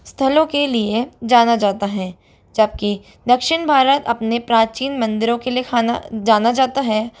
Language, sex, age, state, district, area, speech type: Hindi, female, 18-30, Rajasthan, Jodhpur, urban, spontaneous